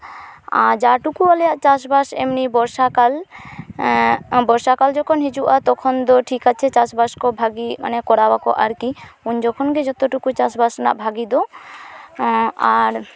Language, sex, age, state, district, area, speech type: Santali, female, 18-30, West Bengal, Purulia, rural, spontaneous